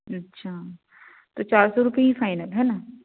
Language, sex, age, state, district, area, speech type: Hindi, female, 18-30, Madhya Pradesh, Betul, rural, conversation